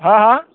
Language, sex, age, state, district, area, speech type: Bodo, male, 60+, Assam, Udalguri, rural, conversation